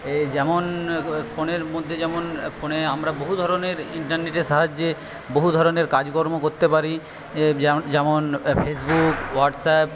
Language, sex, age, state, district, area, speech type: Bengali, male, 45-60, West Bengal, Paschim Medinipur, rural, spontaneous